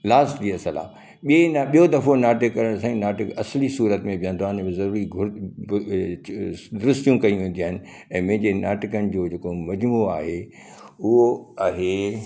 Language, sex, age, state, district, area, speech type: Sindhi, male, 60+, Gujarat, Kutch, urban, spontaneous